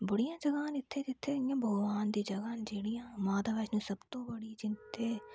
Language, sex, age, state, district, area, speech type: Dogri, female, 18-30, Jammu and Kashmir, Udhampur, rural, spontaneous